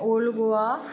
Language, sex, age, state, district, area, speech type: Goan Konkani, female, 30-45, Goa, Tiswadi, rural, spontaneous